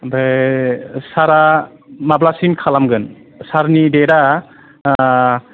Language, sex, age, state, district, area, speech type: Bodo, male, 45-60, Assam, Kokrajhar, urban, conversation